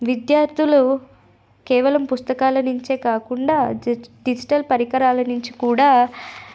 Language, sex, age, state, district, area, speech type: Telugu, female, 18-30, Telangana, Nirmal, urban, spontaneous